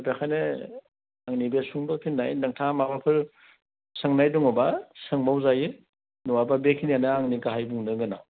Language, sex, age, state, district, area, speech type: Bodo, male, 60+, Assam, Udalguri, urban, conversation